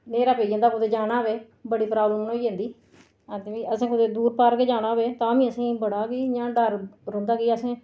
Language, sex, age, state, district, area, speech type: Dogri, female, 45-60, Jammu and Kashmir, Reasi, rural, spontaneous